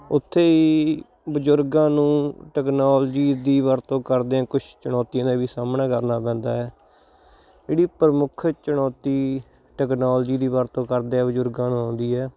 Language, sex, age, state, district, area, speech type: Punjabi, male, 30-45, Punjab, Hoshiarpur, rural, spontaneous